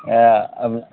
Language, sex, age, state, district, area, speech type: Bengali, male, 18-30, West Bengal, Darjeeling, urban, conversation